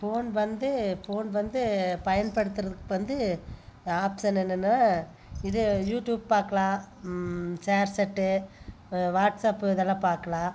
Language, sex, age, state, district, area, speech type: Tamil, female, 30-45, Tamil Nadu, Coimbatore, rural, spontaneous